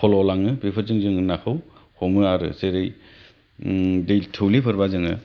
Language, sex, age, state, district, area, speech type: Bodo, male, 30-45, Assam, Kokrajhar, rural, spontaneous